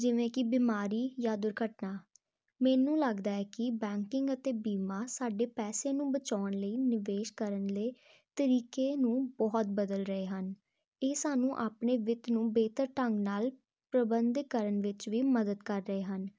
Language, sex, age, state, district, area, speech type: Punjabi, female, 18-30, Punjab, Jalandhar, urban, spontaneous